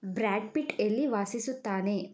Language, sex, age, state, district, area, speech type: Kannada, female, 18-30, Karnataka, Shimoga, rural, read